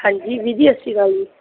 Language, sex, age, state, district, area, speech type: Punjabi, female, 30-45, Punjab, Barnala, rural, conversation